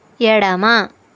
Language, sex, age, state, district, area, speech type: Telugu, female, 30-45, Andhra Pradesh, Eluru, rural, read